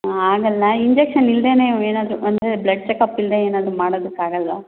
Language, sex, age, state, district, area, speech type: Kannada, female, 18-30, Karnataka, Kolar, rural, conversation